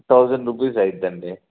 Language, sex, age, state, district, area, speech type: Telugu, male, 30-45, Andhra Pradesh, Bapatla, rural, conversation